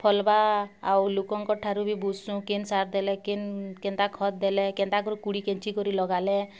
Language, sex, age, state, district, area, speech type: Odia, female, 30-45, Odisha, Bargarh, urban, spontaneous